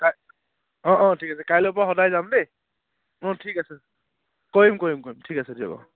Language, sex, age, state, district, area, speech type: Assamese, male, 18-30, Assam, Charaideo, urban, conversation